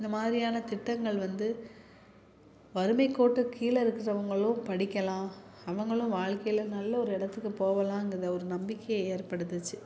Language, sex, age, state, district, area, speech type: Tamil, female, 30-45, Tamil Nadu, Salem, urban, spontaneous